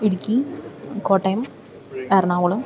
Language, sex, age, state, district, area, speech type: Malayalam, female, 30-45, Kerala, Idukki, rural, spontaneous